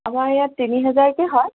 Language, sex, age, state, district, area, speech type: Assamese, female, 30-45, Assam, Golaghat, urban, conversation